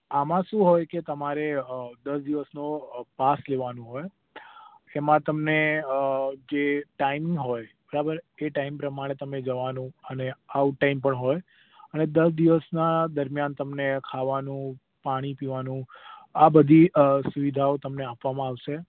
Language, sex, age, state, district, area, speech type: Gujarati, male, 18-30, Gujarat, Ahmedabad, urban, conversation